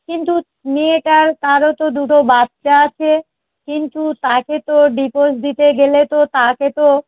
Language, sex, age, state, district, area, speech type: Bengali, female, 45-60, West Bengal, Darjeeling, urban, conversation